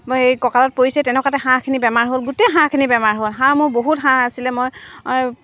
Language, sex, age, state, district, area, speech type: Assamese, female, 45-60, Assam, Dibrugarh, rural, spontaneous